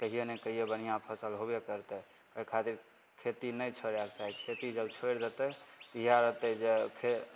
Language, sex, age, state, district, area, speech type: Maithili, male, 18-30, Bihar, Begusarai, rural, spontaneous